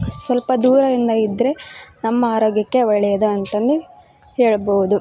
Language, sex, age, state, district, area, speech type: Kannada, female, 18-30, Karnataka, Koppal, rural, spontaneous